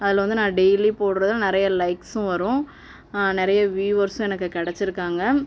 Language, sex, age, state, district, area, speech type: Tamil, male, 45-60, Tamil Nadu, Cuddalore, rural, spontaneous